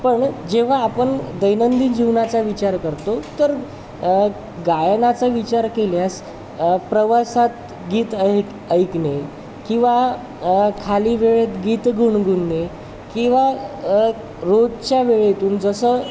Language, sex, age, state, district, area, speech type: Marathi, male, 30-45, Maharashtra, Wardha, urban, spontaneous